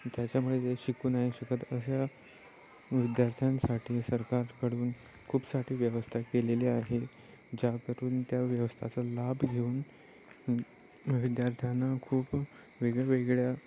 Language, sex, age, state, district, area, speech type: Marathi, male, 18-30, Maharashtra, Ratnagiri, rural, spontaneous